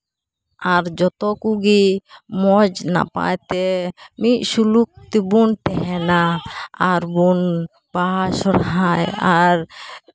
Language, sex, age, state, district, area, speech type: Santali, female, 30-45, West Bengal, Uttar Dinajpur, rural, spontaneous